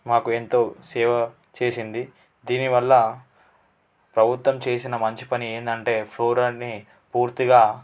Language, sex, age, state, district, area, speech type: Telugu, male, 18-30, Telangana, Nalgonda, urban, spontaneous